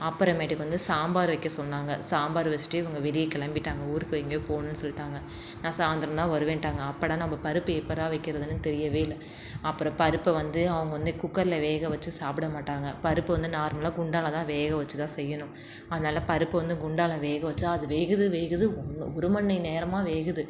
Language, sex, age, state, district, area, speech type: Tamil, female, 30-45, Tamil Nadu, Tiruchirappalli, rural, spontaneous